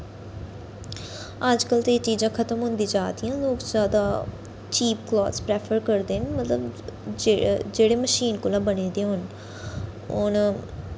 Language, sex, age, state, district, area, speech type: Dogri, female, 30-45, Jammu and Kashmir, Reasi, urban, spontaneous